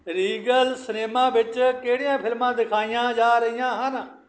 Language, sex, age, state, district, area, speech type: Punjabi, male, 60+, Punjab, Barnala, rural, read